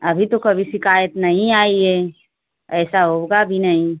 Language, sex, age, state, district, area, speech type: Hindi, female, 30-45, Uttar Pradesh, Azamgarh, rural, conversation